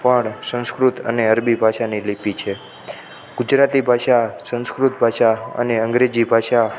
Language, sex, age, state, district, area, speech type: Gujarati, male, 18-30, Gujarat, Ahmedabad, urban, spontaneous